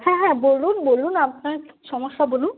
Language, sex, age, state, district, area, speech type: Bengali, female, 30-45, West Bengal, Cooch Behar, rural, conversation